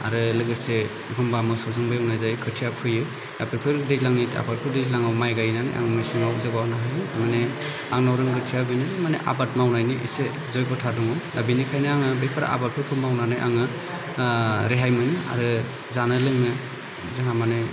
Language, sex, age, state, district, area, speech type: Bodo, male, 30-45, Assam, Kokrajhar, rural, spontaneous